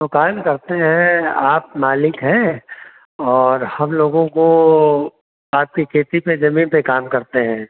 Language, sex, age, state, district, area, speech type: Hindi, male, 60+, Uttar Pradesh, Hardoi, rural, conversation